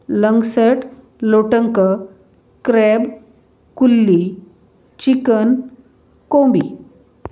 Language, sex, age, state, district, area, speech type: Goan Konkani, female, 45-60, Goa, Salcete, rural, spontaneous